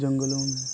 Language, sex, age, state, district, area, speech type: Hindi, male, 30-45, Uttar Pradesh, Mau, rural, spontaneous